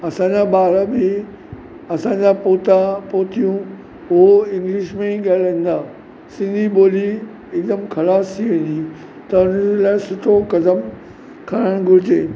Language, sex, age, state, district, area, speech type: Sindhi, male, 45-60, Maharashtra, Mumbai Suburban, urban, spontaneous